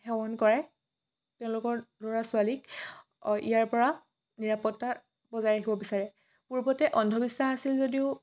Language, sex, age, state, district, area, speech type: Assamese, female, 18-30, Assam, Dhemaji, rural, spontaneous